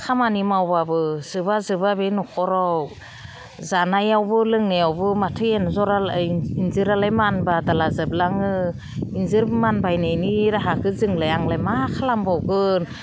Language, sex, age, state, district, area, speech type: Bodo, female, 45-60, Assam, Udalguri, rural, spontaneous